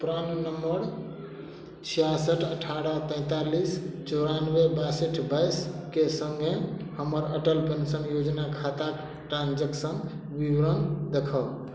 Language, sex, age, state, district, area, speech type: Maithili, male, 45-60, Bihar, Madhubani, rural, read